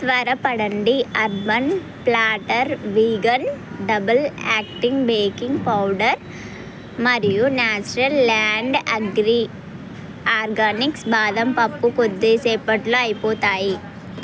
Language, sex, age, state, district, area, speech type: Telugu, female, 18-30, Telangana, Mahbubnagar, rural, read